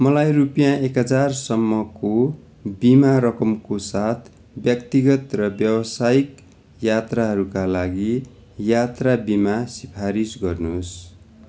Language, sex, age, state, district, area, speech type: Nepali, male, 45-60, West Bengal, Darjeeling, rural, read